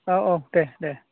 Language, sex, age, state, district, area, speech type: Bodo, male, 30-45, Assam, Udalguri, rural, conversation